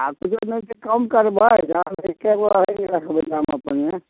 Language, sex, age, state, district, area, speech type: Maithili, male, 60+, Bihar, Samastipur, rural, conversation